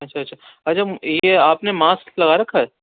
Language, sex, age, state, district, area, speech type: Urdu, male, 18-30, Delhi, Central Delhi, urban, conversation